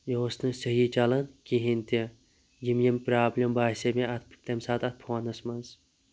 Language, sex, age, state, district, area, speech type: Kashmiri, male, 30-45, Jammu and Kashmir, Pulwama, rural, spontaneous